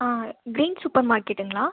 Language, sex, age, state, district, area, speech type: Tamil, female, 18-30, Tamil Nadu, Viluppuram, rural, conversation